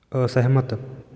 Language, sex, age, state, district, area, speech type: Punjabi, male, 18-30, Punjab, Fatehgarh Sahib, rural, read